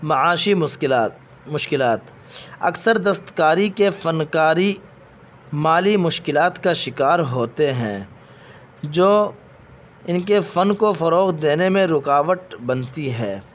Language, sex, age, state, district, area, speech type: Urdu, male, 18-30, Uttar Pradesh, Saharanpur, urban, spontaneous